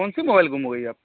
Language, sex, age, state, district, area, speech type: Hindi, male, 30-45, Uttar Pradesh, Mau, rural, conversation